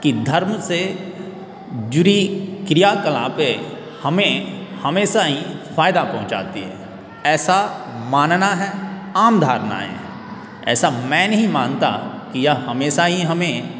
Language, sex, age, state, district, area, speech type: Hindi, male, 18-30, Bihar, Darbhanga, rural, spontaneous